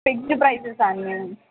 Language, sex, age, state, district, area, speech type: Telugu, female, 18-30, Telangana, Mahbubnagar, urban, conversation